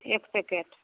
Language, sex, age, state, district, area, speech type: Hindi, female, 45-60, Bihar, Begusarai, rural, conversation